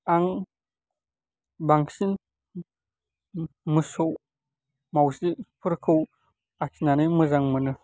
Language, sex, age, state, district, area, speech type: Bodo, male, 18-30, Assam, Baksa, rural, spontaneous